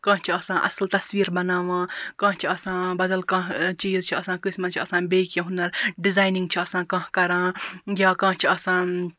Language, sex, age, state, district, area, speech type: Kashmiri, female, 30-45, Jammu and Kashmir, Baramulla, rural, spontaneous